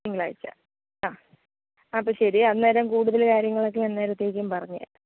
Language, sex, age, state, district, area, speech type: Malayalam, female, 18-30, Kerala, Kottayam, rural, conversation